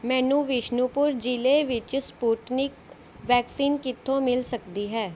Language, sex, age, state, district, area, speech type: Punjabi, female, 18-30, Punjab, Mohali, urban, read